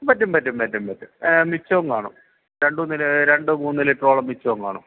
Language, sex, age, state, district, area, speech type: Malayalam, male, 45-60, Kerala, Thiruvananthapuram, urban, conversation